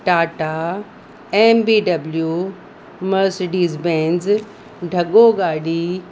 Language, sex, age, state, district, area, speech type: Sindhi, female, 30-45, Uttar Pradesh, Lucknow, urban, spontaneous